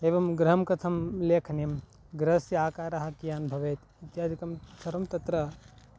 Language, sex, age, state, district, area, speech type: Sanskrit, male, 18-30, Karnataka, Chikkaballapur, rural, spontaneous